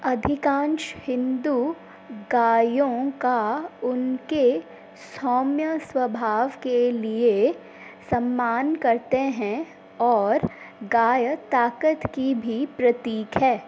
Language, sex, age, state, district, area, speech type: Hindi, female, 18-30, Madhya Pradesh, Seoni, urban, read